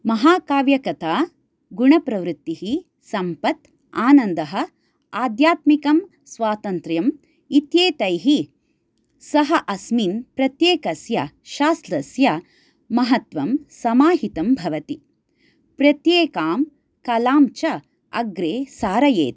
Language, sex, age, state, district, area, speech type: Sanskrit, female, 30-45, Karnataka, Chikkamagaluru, rural, read